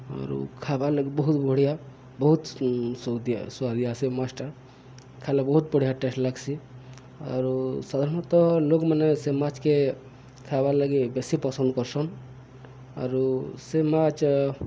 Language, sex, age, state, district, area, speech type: Odia, male, 45-60, Odisha, Subarnapur, urban, spontaneous